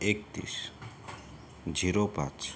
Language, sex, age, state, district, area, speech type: Marathi, male, 18-30, Maharashtra, Yavatmal, rural, spontaneous